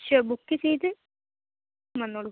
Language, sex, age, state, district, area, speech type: Malayalam, female, 45-60, Kerala, Kozhikode, urban, conversation